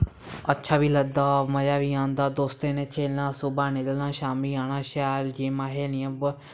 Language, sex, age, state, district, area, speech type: Dogri, male, 18-30, Jammu and Kashmir, Samba, rural, spontaneous